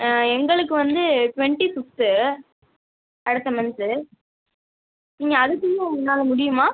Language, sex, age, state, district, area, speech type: Tamil, female, 18-30, Tamil Nadu, Pudukkottai, rural, conversation